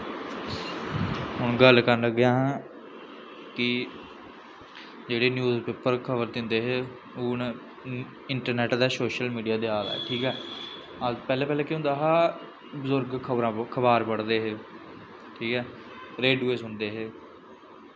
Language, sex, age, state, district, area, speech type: Dogri, male, 18-30, Jammu and Kashmir, Jammu, rural, spontaneous